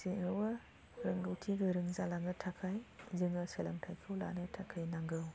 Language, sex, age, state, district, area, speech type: Bodo, female, 45-60, Assam, Chirang, rural, spontaneous